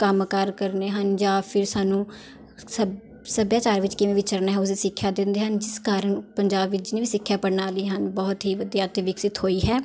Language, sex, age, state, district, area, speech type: Punjabi, female, 18-30, Punjab, Patiala, urban, spontaneous